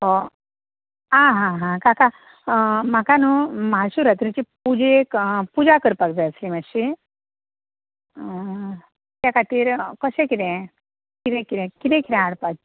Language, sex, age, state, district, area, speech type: Goan Konkani, female, 45-60, Goa, Ponda, rural, conversation